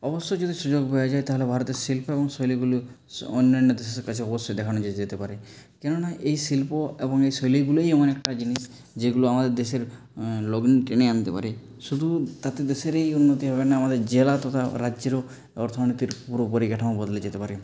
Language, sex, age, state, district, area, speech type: Bengali, male, 45-60, West Bengal, Purulia, urban, spontaneous